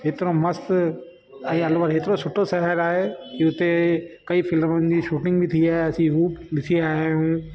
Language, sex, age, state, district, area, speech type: Sindhi, male, 30-45, Delhi, South Delhi, urban, spontaneous